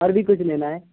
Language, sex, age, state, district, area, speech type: Urdu, male, 18-30, Bihar, Purnia, rural, conversation